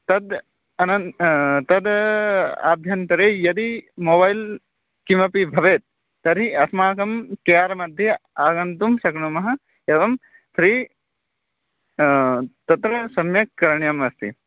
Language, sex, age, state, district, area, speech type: Sanskrit, male, 18-30, Odisha, Balangir, rural, conversation